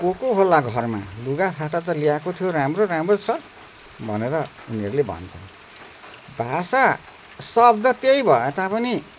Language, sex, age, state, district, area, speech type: Nepali, male, 60+, West Bengal, Darjeeling, rural, spontaneous